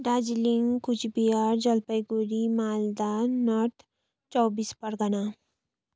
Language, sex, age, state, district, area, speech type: Nepali, female, 45-60, West Bengal, Darjeeling, rural, spontaneous